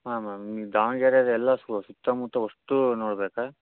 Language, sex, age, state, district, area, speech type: Kannada, male, 30-45, Karnataka, Davanagere, rural, conversation